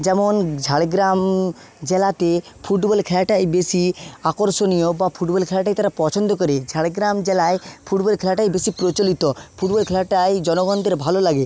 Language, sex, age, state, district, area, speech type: Bengali, male, 18-30, West Bengal, Jhargram, rural, spontaneous